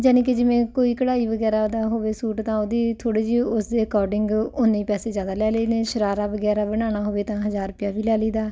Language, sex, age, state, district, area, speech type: Punjabi, female, 45-60, Punjab, Ludhiana, urban, spontaneous